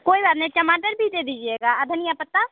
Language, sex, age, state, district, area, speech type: Hindi, female, 18-30, Bihar, Samastipur, urban, conversation